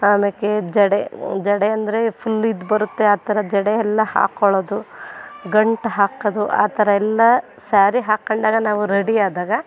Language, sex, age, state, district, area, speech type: Kannada, female, 30-45, Karnataka, Mandya, urban, spontaneous